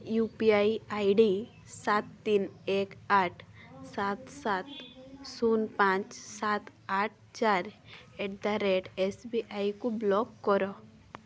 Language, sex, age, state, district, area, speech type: Odia, female, 18-30, Odisha, Mayurbhanj, rural, read